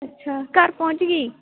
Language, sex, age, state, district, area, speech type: Punjabi, female, 18-30, Punjab, Fatehgarh Sahib, rural, conversation